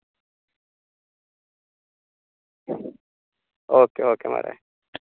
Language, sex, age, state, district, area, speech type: Dogri, male, 18-30, Jammu and Kashmir, Reasi, rural, conversation